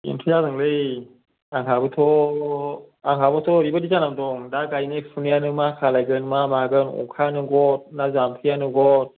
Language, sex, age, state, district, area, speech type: Bodo, male, 45-60, Assam, Kokrajhar, rural, conversation